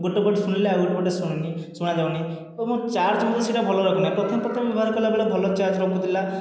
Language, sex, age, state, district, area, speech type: Odia, male, 30-45, Odisha, Khordha, rural, spontaneous